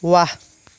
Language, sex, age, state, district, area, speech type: Assamese, male, 30-45, Assam, Darrang, rural, read